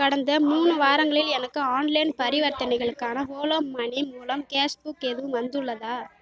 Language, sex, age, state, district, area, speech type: Tamil, female, 18-30, Tamil Nadu, Kallakurichi, rural, read